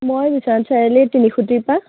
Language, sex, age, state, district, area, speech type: Assamese, female, 18-30, Assam, Biswanath, rural, conversation